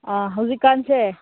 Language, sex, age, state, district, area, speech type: Manipuri, female, 18-30, Manipur, Senapati, rural, conversation